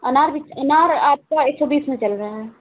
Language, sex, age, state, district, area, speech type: Hindi, female, 30-45, Uttar Pradesh, Sitapur, rural, conversation